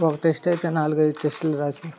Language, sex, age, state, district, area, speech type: Telugu, male, 18-30, Andhra Pradesh, Guntur, rural, spontaneous